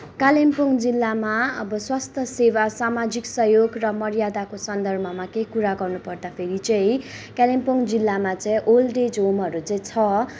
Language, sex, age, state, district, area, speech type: Nepali, female, 18-30, West Bengal, Kalimpong, rural, spontaneous